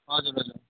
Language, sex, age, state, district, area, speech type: Nepali, male, 30-45, West Bengal, Darjeeling, rural, conversation